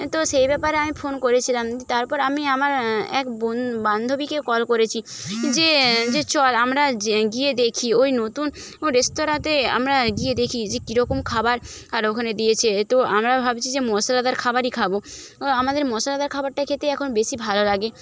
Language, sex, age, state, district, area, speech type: Bengali, female, 30-45, West Bengal, Jhargram, rural, spontaneous